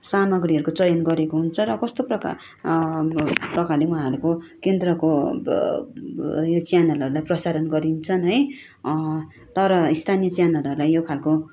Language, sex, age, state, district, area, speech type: Nepali, female, 30-45, West Bengal, Darjeeling, rural, spontaneous